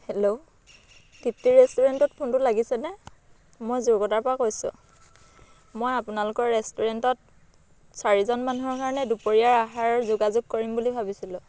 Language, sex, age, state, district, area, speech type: Assamese, female, 18-30, Assam, Dhemaji, rural, spontaneous